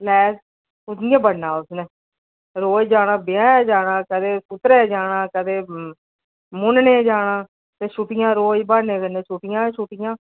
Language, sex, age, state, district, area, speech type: Dogri, female, 45-60, Jammu and Kashmir, Udhampur, rural, conversation